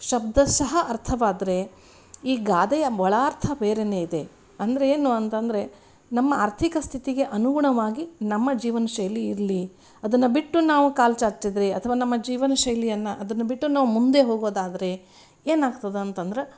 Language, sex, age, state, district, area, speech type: Kannada, female, 45-60, Karnataka, Gulbarga, urban, spontaneous